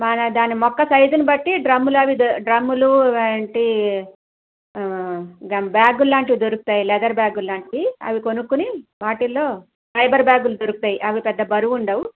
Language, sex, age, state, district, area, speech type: Telugu, female, 60+, Andhra Pradesh, Krishna, rural, conversation